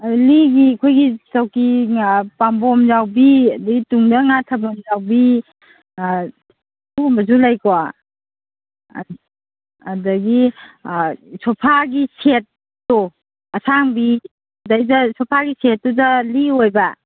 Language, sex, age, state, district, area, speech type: Manipuri, female, 45-60, Manipur, Kangpokpi, urban, conversation